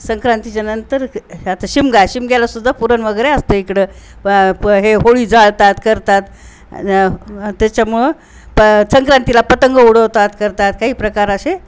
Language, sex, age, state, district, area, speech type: Marathi, female, 60+, Maharashtra, Nanded, rural, spontaneous